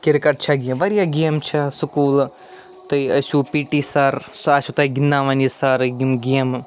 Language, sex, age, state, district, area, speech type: Kashmiri, male, 45-60, Jammu and Kashmir, Ganderbal, urban, spontaneous